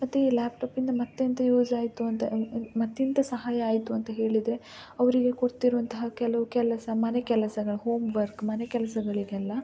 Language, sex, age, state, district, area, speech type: Kannada, female, 18-30, Karnataka, Dakshina Kannada, rural, spontaneous